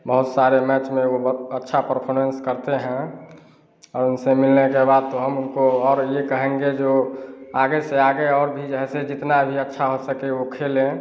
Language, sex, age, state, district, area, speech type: Hindi, male, 30-45, Bihar, Samastipur, rural, spontaneous